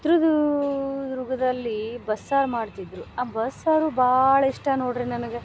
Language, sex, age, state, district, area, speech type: Kannada, female, 30-45, Karnataka, Gadag, rural, spontaneous